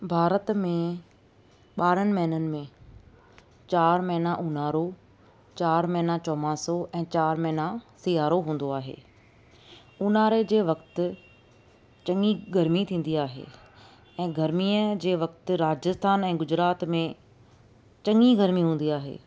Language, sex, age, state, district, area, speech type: Sindhi, female, 30-45, Maharashtra, Thane, urban, spontaneous